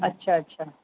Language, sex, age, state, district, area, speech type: Sindhi, female, 45-60, Maharashtra, Mumbai Suburban, urban, conversation